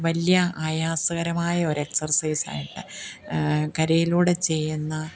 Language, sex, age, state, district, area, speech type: Malayalam, female, 45-60, Kerala, Kottayam, rural, spontaneous